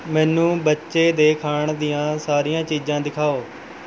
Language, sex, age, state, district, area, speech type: Punjabi, male, 18-30, Punjab, Mohali, rural, read